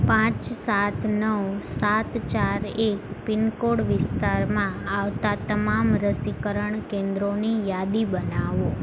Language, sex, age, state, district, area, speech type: Gujarati, female, 18-30, Gujarat, Ahmedabad, urban, read